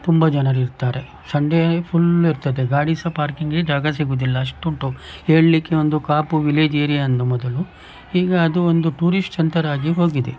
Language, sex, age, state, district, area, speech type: Kannada, male, 60+, Karnataka, Udupi, rural, spontaneous